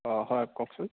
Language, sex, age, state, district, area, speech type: Assamese, male, 18-30, Assam, Lakhimpur, urban, conversation